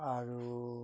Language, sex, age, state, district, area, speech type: Assamese, male, 45-60, Assam, Majuli, rural, spontaneous